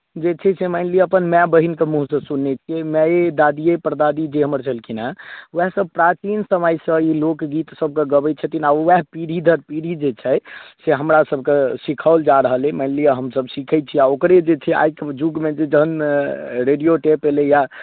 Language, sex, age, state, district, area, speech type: Maithili, male, 18-30, Bihar, Madhubani, rural, conversation